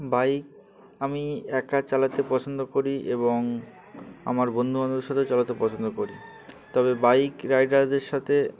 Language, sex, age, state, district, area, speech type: Bengali, male, 18-30, West Bengal, Uttar Dinajpur, urban, spontaneous